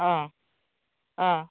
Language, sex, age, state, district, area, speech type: Bodo, female, 30-45, Assam, Baksa, rural, conversation